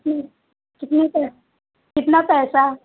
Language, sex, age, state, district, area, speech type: Hindi, female, 45-60, Uttar Pradesh, Mau, urban, conversation